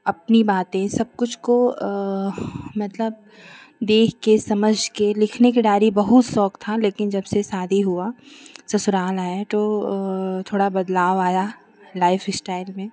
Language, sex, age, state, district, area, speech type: Hindi, female, 30-45, Uttar Pradesh, Chandauli, urban, spontaneous